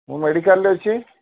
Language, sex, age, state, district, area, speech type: Odia, male, 30-45, Odisha, Sambalpur, rural, conversation